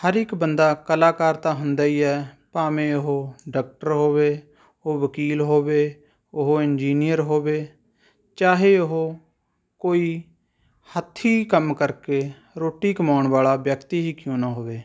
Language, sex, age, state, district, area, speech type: Punjabi, male, 30-45, Punjab, Rupnagar, urban, spontaneous